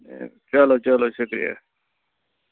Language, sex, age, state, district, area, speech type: Kashmiri, male, 30-45, Jammu and Kashmir, Budgam, rural, conversation